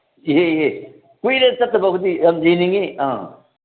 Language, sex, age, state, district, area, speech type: Manipuri, male, 60+, Manipur, Imphal East, rural, conversation